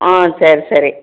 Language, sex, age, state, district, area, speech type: Tamil, female, 60+, Tamil Nadu, Krishnagiri, rural, conversation